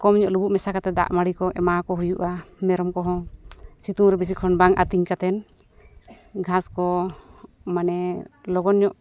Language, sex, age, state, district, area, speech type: Santali, female, 45-60, Jharkhand, East Singhbhum, rural, spontaneous